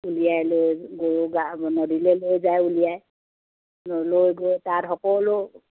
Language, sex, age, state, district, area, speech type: Assamese, female, 60+, Assam, Lakhimpur, rural, conversation